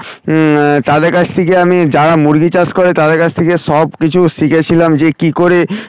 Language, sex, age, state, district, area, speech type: Bengali, male, 45-60, West Bengal, Paschim Medinipur, rural, spontaneous